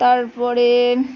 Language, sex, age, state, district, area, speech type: Bengali, female, 30-45, West Bengal, Birbhum, urban, spontaneous